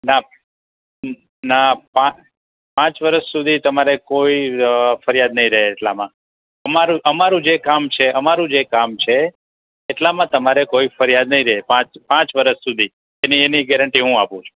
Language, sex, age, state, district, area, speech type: Gujarati, male, 60+, Gujarat, Rajkot, urban, conversation